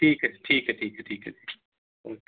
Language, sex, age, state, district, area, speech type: Dogri, male, 30-45, Jammu and Kashmir, Reasi, urban, conversation